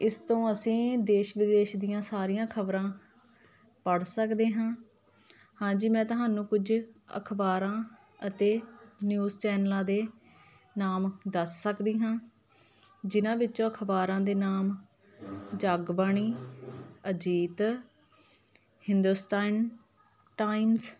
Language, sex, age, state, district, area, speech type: Punjabi, female, 30-45, Punjab, Hoshiarpur, rural, spontaneous